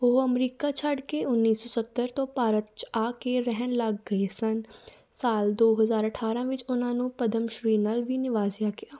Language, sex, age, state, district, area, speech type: Punjabi, female, 18-30, Punjab, Fatehgarh Sahib, rural, spontaneous